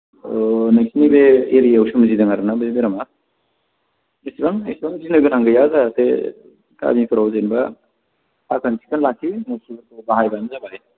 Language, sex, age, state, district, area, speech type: Bodo, male, 18-30, Assam, Kokrajhar, rural, conversation